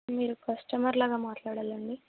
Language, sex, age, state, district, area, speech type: Telugu, female, 18-30, Telangana, Mancherial, rural, conversation